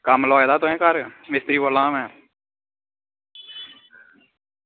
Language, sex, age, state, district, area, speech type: Dogri, male, 18-30, Jammu and Kashmir, Samba, rural, conversation